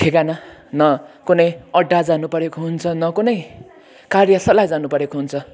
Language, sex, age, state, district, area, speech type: Nepali, male, 18-30, West Bengal, Kalimpong, rural, spontaneous